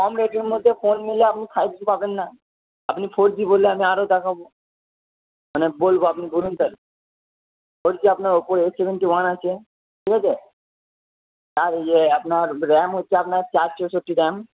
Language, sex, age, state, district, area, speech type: Bengali, male, 30-45, West Bengal, Purba Bardhaman, urban, conversation